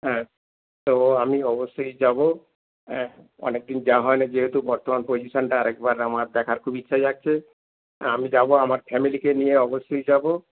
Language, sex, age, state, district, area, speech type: Bengali, male, 60+, West Bengal, Darjeeling, rural, conversation